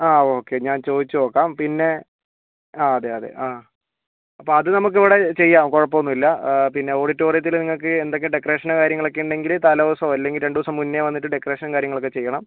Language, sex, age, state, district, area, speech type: Malayalam, female, 18-30, Kerala, Kozhikode, urban, conversation